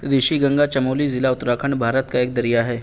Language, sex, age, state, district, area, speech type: Urdu, male, 18-30, Uttar Pradesh, Saharanpur, urban, read